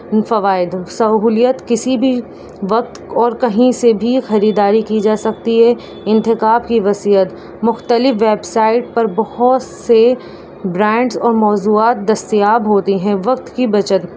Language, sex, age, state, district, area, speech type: Urdu, female, 18-30, Delhi, East Delhi, urban, spontaneous